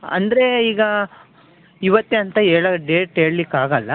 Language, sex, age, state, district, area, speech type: Kannada, male, 18-30, Karnataka, Chitradurga, rural, conversation